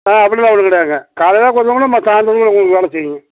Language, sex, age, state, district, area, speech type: Tamil, male, 60+, Tamil Nadu, Madurai, rural, conversation